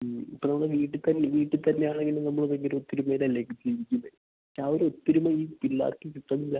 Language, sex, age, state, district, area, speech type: Malayalam, male, 18-30, Kerala, Idukki, rural, conversation